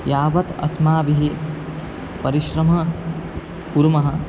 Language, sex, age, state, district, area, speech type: Sanskrit, male, 18-30, Assam, Biswanath, rural, spontaneous